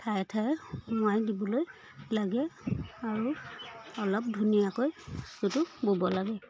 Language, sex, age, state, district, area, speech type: Assamese, female, 30-45, Assam, Charaideo, rural, spontaneous